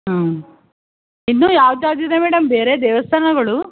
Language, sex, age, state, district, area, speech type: Kannada, female, 60+, Karnataka, Bangalore Rural, rural, conversation